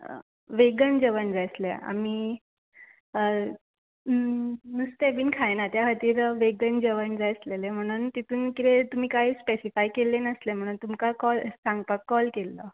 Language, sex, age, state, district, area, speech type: Goan Konkani, female, 18-30, Goa, Ponda, rural, conversation